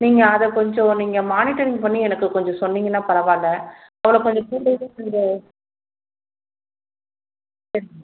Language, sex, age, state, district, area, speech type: Tamil, female, 30-45, Tamil Nadu, Salem, urban, conversation